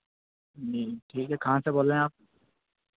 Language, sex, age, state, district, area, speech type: Hindi, male, 30-45, Madhya Pradesh, Harda, urban, conversation